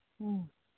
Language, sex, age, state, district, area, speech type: Manipuri, female, 45-60, Manipur, Imphal East, rural, conversation